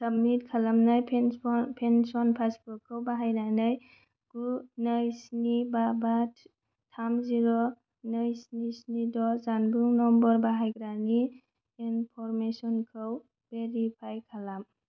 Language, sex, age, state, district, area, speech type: Bodo, female, 18-30, Assam, Kokrajhar, rural, read